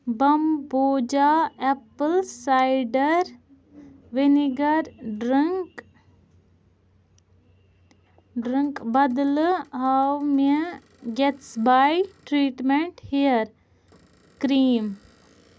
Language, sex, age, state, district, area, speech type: Kashmiri, female, 18-30, Jammu and Kashmir, Ganderbal, rural, read